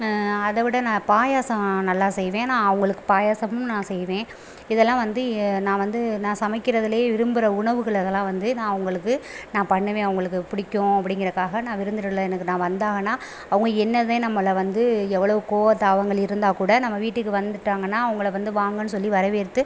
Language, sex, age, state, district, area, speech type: Tamil, female, 30-45, Tamil Nadu, Pudukkottai, rural, spontaneous